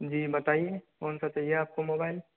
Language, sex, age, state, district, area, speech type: Hindi, male, 60+, Rajasthan, Karauli, rural, conversation